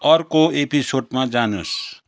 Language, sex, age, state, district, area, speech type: Nepali, male, 60+, West Bengal, Kalimpong, rural, read